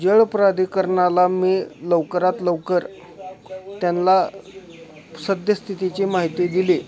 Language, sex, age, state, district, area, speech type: Marathi, male, 18-30, Maharashtra, Osmanabad, rural, spontaneous